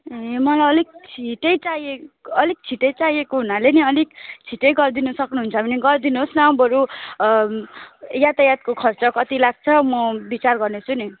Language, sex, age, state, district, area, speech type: Nepali, female, 30-45, West Bengal, Kalimpong, rural, conversation